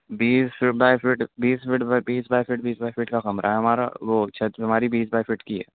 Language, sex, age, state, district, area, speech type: Urdu, male, 18-30, Delhi, East Delhi, urban, conversation